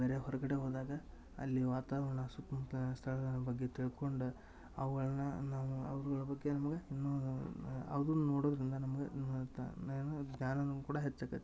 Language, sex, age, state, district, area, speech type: Kannada, male, 18-30, Karnataka, Dharwad, rural, spontaneous